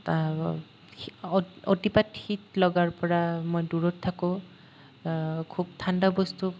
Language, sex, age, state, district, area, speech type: Assamese, male, 18-30, Assam, Nalbari, rural, spontaneous